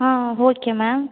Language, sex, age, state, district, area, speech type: Tamil, female, 18-30, Tamil Nadu, Cuddalore, rural, conversation